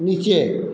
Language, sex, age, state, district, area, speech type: Bengali, male, 30-45, West Bengal, Purba Bardhaman, urban, read